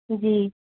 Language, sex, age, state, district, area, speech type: Urdu, female, 18-30, Delhi, New Delhi, urban, conversation